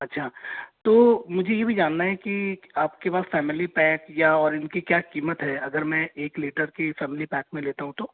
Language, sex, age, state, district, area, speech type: Hindi, male, 30-45, Rajasthan, Jaipur, urban, conversation